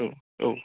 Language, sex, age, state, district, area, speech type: Bodo, male, 30-45, Assam, Udalguri, urban, conversation